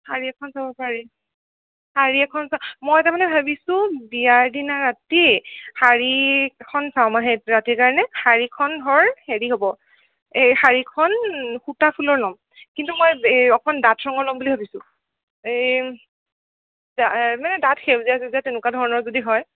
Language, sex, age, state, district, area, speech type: Assamese, female, 18-30, Assam, Sonitpur, rural, conversation